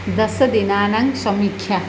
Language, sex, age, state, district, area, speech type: Sanskrit, female, 45-60, Odisha, Puri, urban, read